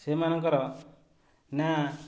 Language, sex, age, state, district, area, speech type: Odia, male, 30-45, Odisha, Jagatsinghpur, urban, spontaneous